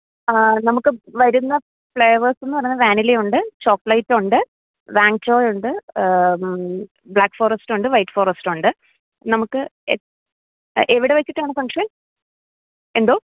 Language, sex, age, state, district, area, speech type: Malayalam, female, 30-45, Kerala, Idukki, rural, conversation